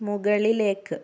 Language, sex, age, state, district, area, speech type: Malayalam, female, 18-30, Kerala, Kozhikode, urban, read